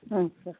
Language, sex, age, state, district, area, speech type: Kannada, female, 60+, Karnataka, Chitradurga, rural, conversation